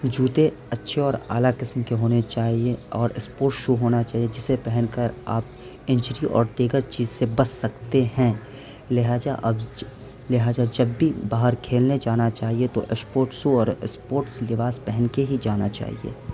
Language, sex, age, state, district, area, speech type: Urdu, male, 18-30, Bihar, Saharsa, rural, spontaneous